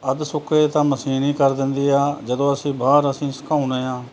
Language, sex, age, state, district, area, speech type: Punjabi, male, 45-60, Punjab, Mansa, urban, spontaneous